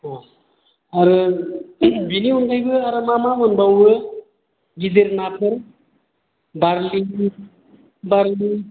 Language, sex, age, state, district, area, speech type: Bodo, male, 45-60, Assam, Chirang, urban, conversation